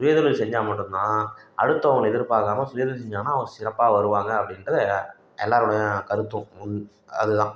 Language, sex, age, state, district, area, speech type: Tamil, male, 30-45, Tamil Nadu, Salem, urban, spontaneous